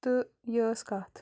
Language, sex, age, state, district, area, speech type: Kashmiri, female, 30-45, Jammu and Kashmir, Bandipora, rural, spontaneous